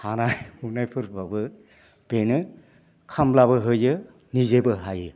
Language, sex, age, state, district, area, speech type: Bodo, male, 60+, Assam, Udalguri, rural, spontaneous